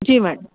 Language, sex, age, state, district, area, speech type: Urdu, female, 18-30, Maharashtra, Nashik, urban, conversation